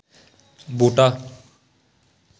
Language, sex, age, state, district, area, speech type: Dogri, male, 18-30, Jammu and Kashmir, Kathua, rural, read